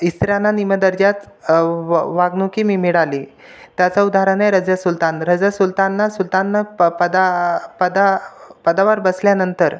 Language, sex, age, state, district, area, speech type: Marathi, other, 18-30, Maharashtra, Buldhana, urban, spontaneous